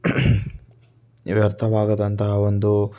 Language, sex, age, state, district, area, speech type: Kannada, male, 18-30, Karnataka, Tumkur, urban, spontaneous